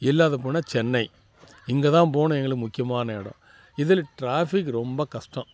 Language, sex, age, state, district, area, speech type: Tamil, male, 60+, Tamil Nadu, Tiruvannamalai, rural, spontaneous